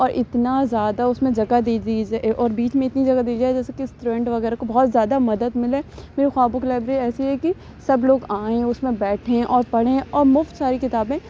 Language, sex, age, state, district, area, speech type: Urdu, female, 18-30, Uttar Pradesh, Aligarh, urban, spontaneous